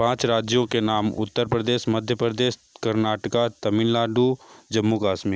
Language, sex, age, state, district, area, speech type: Hindi, male, 60+, Uttar Pradesh, Sonbhadra, rural, spontaneous